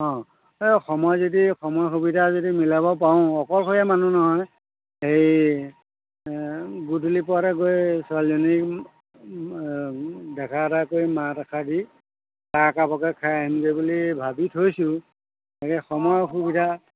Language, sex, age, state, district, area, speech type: Assamese, male, 45-60, Assam, Majuli, rural, conversation